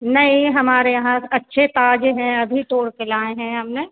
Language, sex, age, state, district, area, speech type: Hindi, female, 30-45, Madhya Pradesh, Hoshangabad, rural, conversation